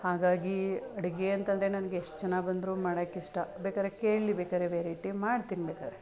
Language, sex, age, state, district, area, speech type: Kannada, female, 30-45, Karnataka, Mandya, urban, spontaneous